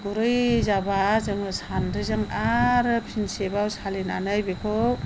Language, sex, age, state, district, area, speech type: Bodo, female, 45-60, Assam, Chirang, rural, spontaneous